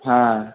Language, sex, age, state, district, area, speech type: Hindi, male, 18-30, Bihar, Vaishali, urban, conversation